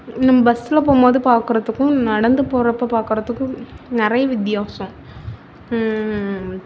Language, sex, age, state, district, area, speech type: Tamil, female, 30-45, Tamil Nadu, Mayiladuthurai, urban, spontaneous